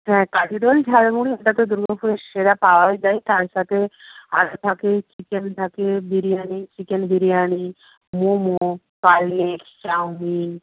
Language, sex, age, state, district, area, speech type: Bengali, female, 45-60, West Bengal, Nadia, rural, conversation